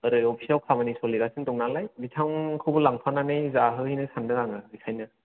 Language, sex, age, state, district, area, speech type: Bodo, male, 30-45, Assam, Chirang, urban, conversation